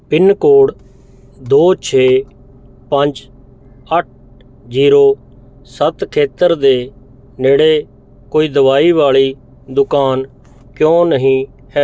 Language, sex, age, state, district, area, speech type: Punjabi, male, 45-60, Punjab, Mohali, urban, read